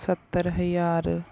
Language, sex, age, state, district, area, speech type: Punjabi, female, 30-45, Punjab, Mansa, urban, spontaneous